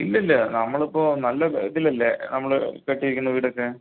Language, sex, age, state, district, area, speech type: Malayalam, male, 30-45, Kerala, Palakkad, rural, conversation